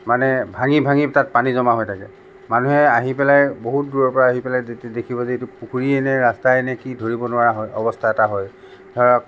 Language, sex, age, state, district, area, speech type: Assamese, male, 45-60, Assam, Sonitpur, rural, spontaneous